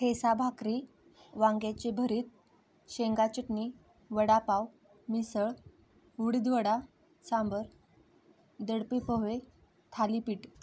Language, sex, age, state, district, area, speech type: Marathi, female, 18-30, Maharashtra, Osmanabad, rural, spontaneous